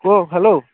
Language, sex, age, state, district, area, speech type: Odia, male, 30-45, Odisha, Sambalpur, rural, conversation